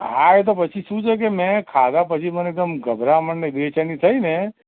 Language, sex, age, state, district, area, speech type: Gujarati, male, 45-60, Gujarat, Ahmedabad, urban, conversation